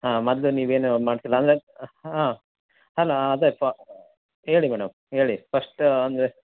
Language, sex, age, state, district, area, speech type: Kannada, male, 30-45, Karnataka, Koppal, rural, conversation